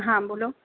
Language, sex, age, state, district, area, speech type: Gujarati, female, 30-45, Gujarat, Surat, urban, conversation